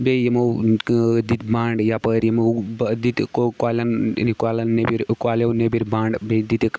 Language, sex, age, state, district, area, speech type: Kashmiri, male, 18-30, Jammu and Kashmir, Shopian, rural, spontaneous